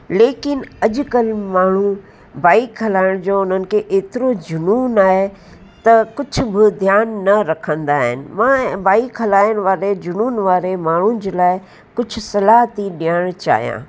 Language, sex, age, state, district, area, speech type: Sindhi, female, 60+, Uttar Pradesh, Lucknow, rural, spontaneous